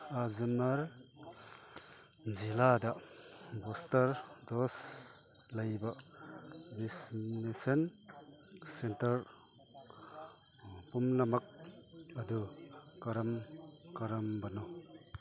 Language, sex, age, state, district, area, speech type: Manipuri, male, 60+, Manipur, Chandel, rural, read